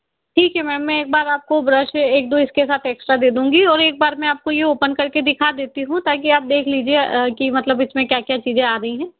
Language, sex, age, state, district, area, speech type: Hindi, female, 18-30, Madhya Pradesh, Indore, urban, conversation